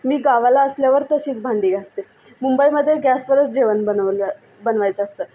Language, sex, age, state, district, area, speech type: Marathi, female, 18-30, Maharashtra, Solapur, urban, spontaneous